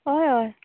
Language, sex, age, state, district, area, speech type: Goan Konkani, female, 18-30, Goa, Canacona, rural, conversation